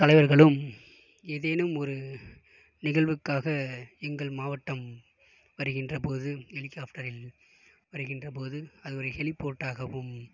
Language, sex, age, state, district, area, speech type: Tamil, male, 18-30, Tamil Nadu, Tiruvarur, urban, spontaneous